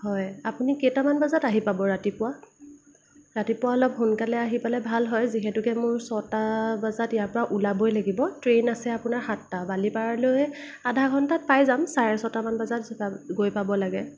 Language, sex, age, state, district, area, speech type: Assamese, female, 18-30, Assam, Sonitpur, rural, spontaneous